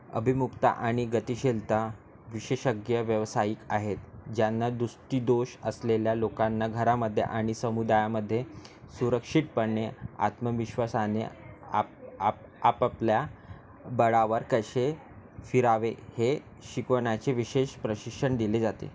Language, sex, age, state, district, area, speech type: Marathi, male, 18-30, Maharashtra, Nagpur, urban, read